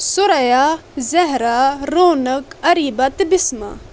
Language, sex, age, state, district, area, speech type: Kashmiri, female, 18-30, Jammu and Kashmir, Budgam, rural, spontaneous